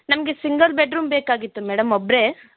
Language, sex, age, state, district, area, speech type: Kannada, female, 18-30, Karnataka, Bellary, urban, conversation